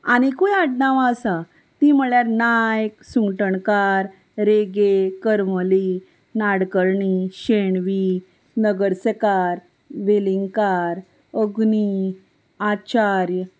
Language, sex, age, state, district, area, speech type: Goan Konkani, female, 30-45, Goa, Salcete, rural, spontaneous